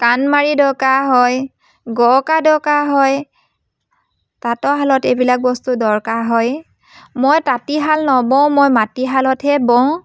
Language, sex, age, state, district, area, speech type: Assamese, female, 30-45, Assam, Dibrugarh, rural, spontaneous